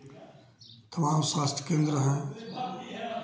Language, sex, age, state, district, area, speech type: Hindi, male, 60+, Uttar Pradesh, Chandauli, urban, spontaneous